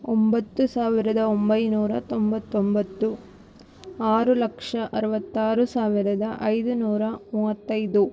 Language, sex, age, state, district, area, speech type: Kannada, female, 30-45, Karnataka, Bangalore Urban, rural, spontaneous